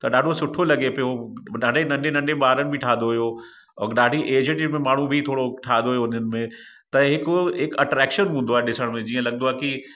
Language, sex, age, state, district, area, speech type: Sindhi, male, 45-60, Uttar Pradesh, Lucknow, urban, spontaneous